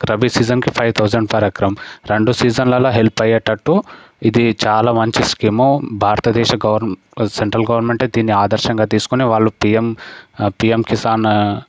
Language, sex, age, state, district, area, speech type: Telugu, male, 18-30, Telangana, Sangareddy, rural, spontaneous